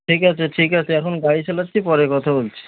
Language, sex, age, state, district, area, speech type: Bengali, male, 18-30, West Bengal, North 24 Parganas, rural, conversation